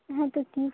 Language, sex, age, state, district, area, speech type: Bengali, female, 18-30, West Bengal, Birbhum, urban, conversation